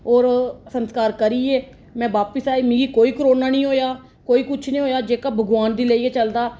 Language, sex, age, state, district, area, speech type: Dogri, female, 30-45, Jammu and Kashmir, Reasi, urban, spontaneous